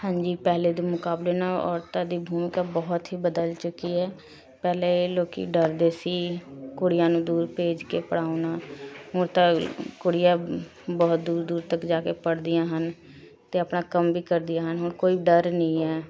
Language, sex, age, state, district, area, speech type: Punjabi, female, 30-45, Punjab, Shaheed Bhagat Singh Nagar, rural, spontaneous